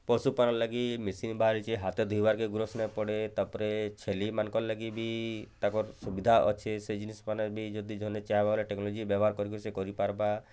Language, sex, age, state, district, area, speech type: Odia, male, 45-60, Odisha, Bargarh, urban, spontaneous